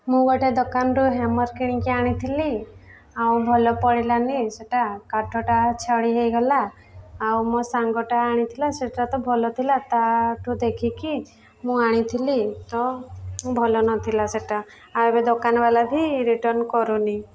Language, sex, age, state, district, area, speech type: Odia, female, 18-30, Odisha, Sundergarh, urban, spontaneous